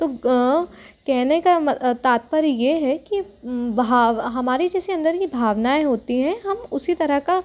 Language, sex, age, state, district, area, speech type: Hindi, female, 18-30, Madhya Pradesh, Jabalpur, urban, spontaneous